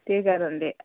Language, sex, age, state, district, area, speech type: Nepali, female, 30-45, West Bengal, Kalimpong, rural, conversation